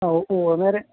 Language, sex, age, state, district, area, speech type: Malayalam, male, 30-45, Kerala, Ernakulam, rural, conversation